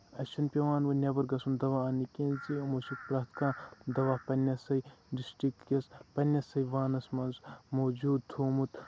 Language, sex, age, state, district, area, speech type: Kashmiri, male, 18-30, Jammu and Kashmir, Kupwara, urban, spontaneous